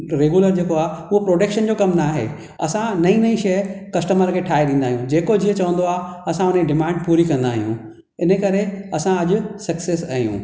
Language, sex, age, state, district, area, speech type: Sindhi, male, 45-60, Maharashtra, Thane, urban, spontaneous